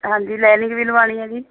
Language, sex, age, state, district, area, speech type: Punjabi, female, 45-60, Punjab, Mohali, urban, conversation